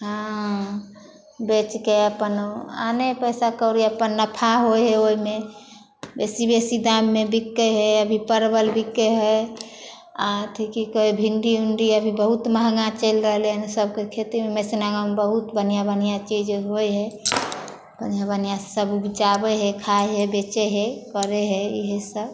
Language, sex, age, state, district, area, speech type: Maithili, female, 30-45, Bihar, Samastipur, urban, spontaneous